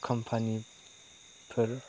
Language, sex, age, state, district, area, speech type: Bodo, male, 30-45, Assam, Chirang, rural, spontaneous